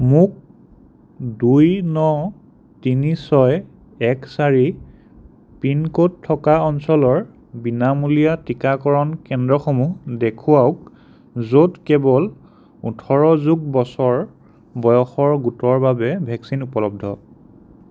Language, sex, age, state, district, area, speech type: Assamese, male, 30-45, Assam, Sonitpur, rural, read